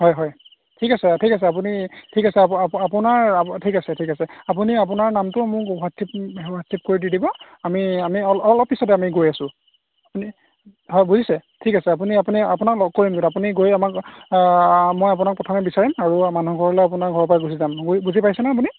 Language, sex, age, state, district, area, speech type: Assamese, male, 18-30, Assam, Golaghat, rural, conversation